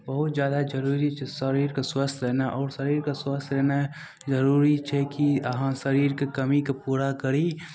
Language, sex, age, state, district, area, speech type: Maithili, male, 18-30, Bihar, Madhepura, rural, spontaneous